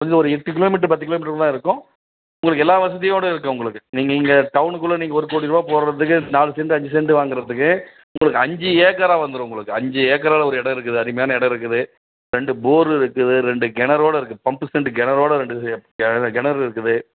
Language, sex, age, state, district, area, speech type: Tamil, male, 45-60, Tamil Nadu, Dharmapuri, urban, conversation